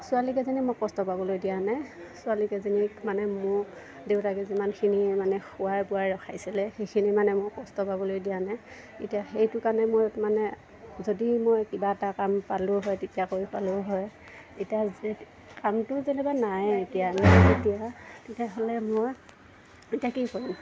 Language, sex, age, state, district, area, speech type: Assamese, female, 60+, Assam, Morigaon, rural, spontaneous